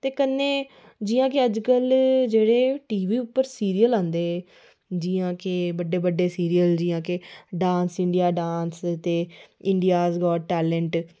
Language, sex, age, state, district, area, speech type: Dogri, female, 30-45, Jammu and Kashmir, Reasi, rural, spontaneous